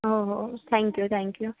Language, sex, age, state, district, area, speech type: Marathi, female, 18-30, Maharashtra, Sindhudurg, urban, conversation